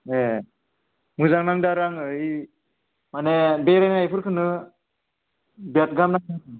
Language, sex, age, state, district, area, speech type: Bodo, male, 18-30, Assam, Udalguri, rural, conversation